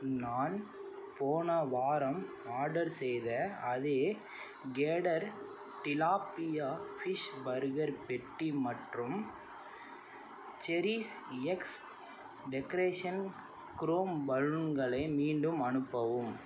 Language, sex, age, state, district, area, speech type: Tamil, male, 18-30, Tamil Nadu, Tiruvarur, urban, read